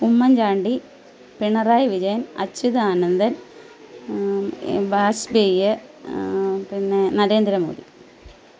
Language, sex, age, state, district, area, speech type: Malayalam, female, 30-45, Kerala, Kottayam, urban, spontaneous